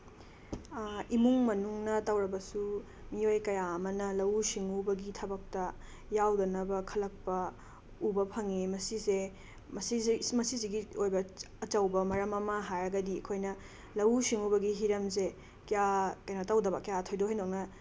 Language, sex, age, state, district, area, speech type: Manipuri, female, 18-30, Manipur, Imphal West, rural, spontaneous